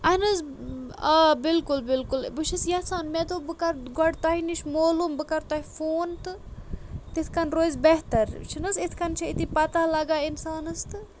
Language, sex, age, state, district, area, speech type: Kashmiri, female, 45-60, Jammu and Kashmir, Bandipora, rural, spontaneous